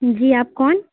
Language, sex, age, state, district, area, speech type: Urdu, female, 60+, Uttar Pradesh, Lucknow, urban, conversation